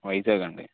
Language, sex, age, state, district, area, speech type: Telugu, male, 18-30, Andhra Pradesh, Guntur, urban, conversation